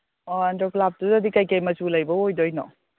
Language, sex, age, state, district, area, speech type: Manipuri, female, 45-60, Manipur, Imphal East, rural, conversation